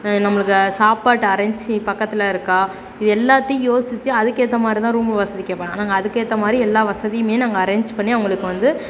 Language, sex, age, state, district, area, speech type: Tamil, female, 30-45, Tamil Nadu, Perambalur, rural, spontaneous